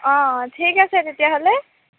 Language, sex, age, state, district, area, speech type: Assamese, female, 18-30, Assam, Kamrup Metropolitan, urban, conversation